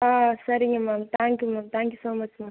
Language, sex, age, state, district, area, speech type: Tamil, female, 18-30, Tamil Nadu, Cuddalore, rural, conversation